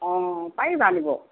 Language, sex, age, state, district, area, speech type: Assamese, female, 60+, Assam, Golaghat, urban, conversation